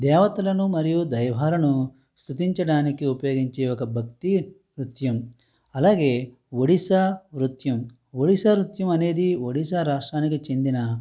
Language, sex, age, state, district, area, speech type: Telugu, male, 30-45, Andhra Pradesh, Konaseema, rural, spontaneous